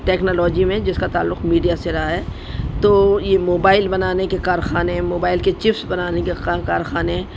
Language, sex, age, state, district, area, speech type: Urdu, female, 60+, Delhi, North East Delhi, urban, spontaneous